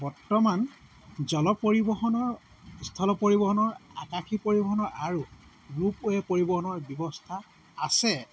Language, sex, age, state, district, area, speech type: Assamese, male, 30-45, Assam, Sivasagar, rural, spontaneous